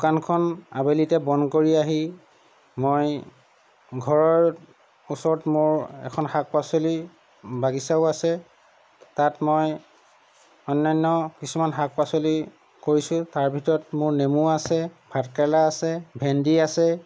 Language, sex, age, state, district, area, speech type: Assamese, male, 30-45, Assam, Lakhimpur, rural, spontaneous